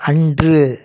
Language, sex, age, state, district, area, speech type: Tamil, male, 45-60, Tamil Nadu, Namakkal, rural, read